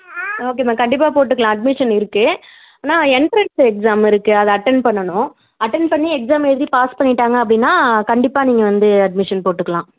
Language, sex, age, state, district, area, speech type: Tamil, female, 30-45, Tamil Nadu, Tiruvarur, urban, conversation